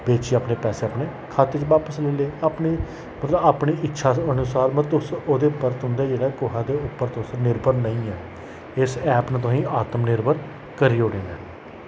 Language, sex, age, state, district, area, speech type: Dogri, male, 30-45, Jammu and Kashmir, Jammu, rural, spontaneous